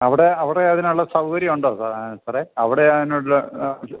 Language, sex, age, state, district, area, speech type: Malayalam, male, 60+, Kerala, Idukki, rural, conversation